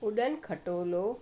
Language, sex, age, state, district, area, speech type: Sindhi, female, 60+, Rajasthan, Ajmer, urban, spontaneous